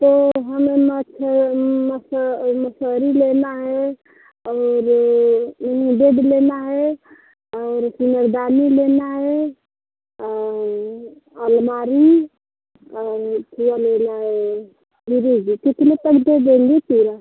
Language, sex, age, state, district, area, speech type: Hindi, female, 30-45, Uttar Pradesh, Mau, rural, conversation